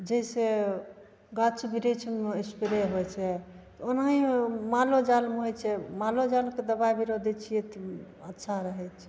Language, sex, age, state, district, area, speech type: Maithili, female, 45-60, Bihar, Begusarai, rural, spontaneous